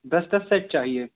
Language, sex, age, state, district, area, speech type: Hindi, male, 18-30, Madhya Pradesh, Hoshangabad, urban, conversation